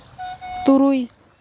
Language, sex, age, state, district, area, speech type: Santali, female, 18-30, West Bengal, Malda, rural, read